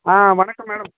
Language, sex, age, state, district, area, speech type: Tamil, male, 60+, Tamil Nadu, Viluppuram, rural, conversation